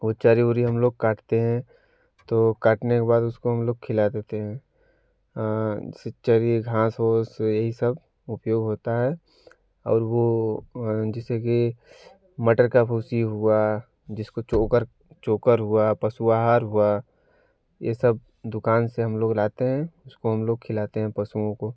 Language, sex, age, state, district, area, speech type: Hindi, male, 18-30, Uttar Pradesh, Varanasi, rural, spontaneous